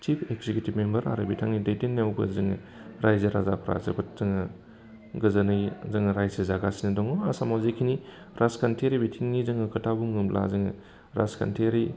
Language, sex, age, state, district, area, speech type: Bodo, male, 30-45, Assam, Udalguri, urban, spontaneous